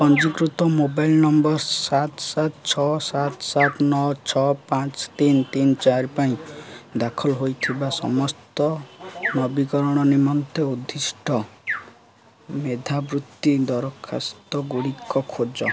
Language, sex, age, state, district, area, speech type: Odia, male, 18-30, Odisha, Jagatsinghpur, urban, read